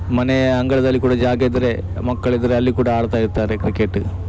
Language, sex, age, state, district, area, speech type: Kannada, male, 30-45, Karnataka, Dakshina Kannada, rural, spontaneous